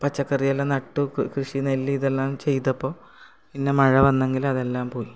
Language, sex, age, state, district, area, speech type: Malayalam, female, 45-60, Kerala, Kasaragod, rural, spontaneous